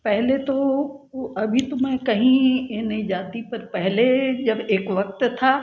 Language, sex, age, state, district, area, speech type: Hindi, female, 60+, Madhya Pradesh, Jabalpur, urban, spontaneous